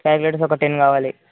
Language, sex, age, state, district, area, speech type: Telugu, male, 18-30, Telangana, Nalgonda, urban, conversation